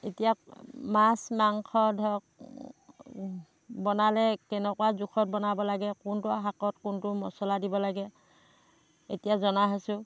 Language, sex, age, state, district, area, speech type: Assamese, female, 45-60, Assam, Dhemaji, rural, spontaneous